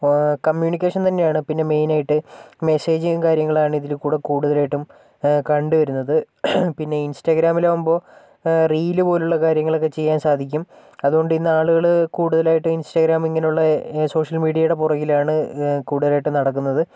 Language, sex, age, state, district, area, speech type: Malayalam, female, 18-30, Kerala, Wayanad, rural, spontaneous